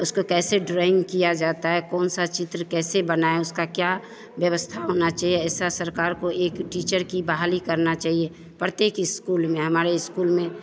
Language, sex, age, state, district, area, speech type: Hindi, female, 45-60, Bihar, Begusarai, rural, spontaneous